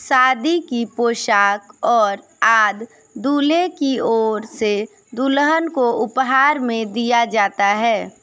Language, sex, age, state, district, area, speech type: Hindi, female, 45-60, Uttar Pradesh, Sonbhadra, rural, read